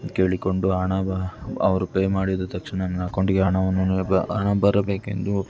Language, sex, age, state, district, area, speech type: Kannada, male, 18-30, Karnataka, Tumkur, urban, spontaneous